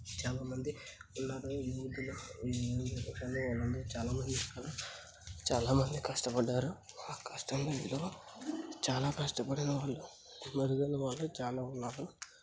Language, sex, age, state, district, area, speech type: Telugu, male, 30-45, Andhra Pradesh, Kadapa, rural, spontaneous